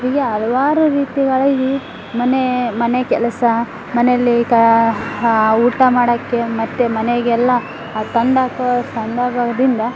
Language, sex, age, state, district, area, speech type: Kannada, female, 18-30, Karnataka, Koppal, rural, spontaneous